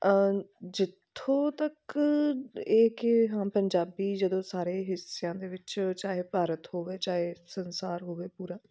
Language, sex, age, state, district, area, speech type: Punjabi, female, 30-45, Punjab, Amritsar, urban, spontaneous